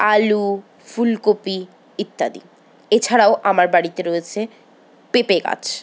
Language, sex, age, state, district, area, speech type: Bengali, female, 60+, West Bengal, Paschim Bardhaman, urban, spontaneous